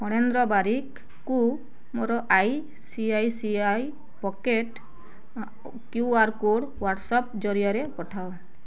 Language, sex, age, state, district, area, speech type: Odia, female, 18-30, Odisha, Bargarh, rural, read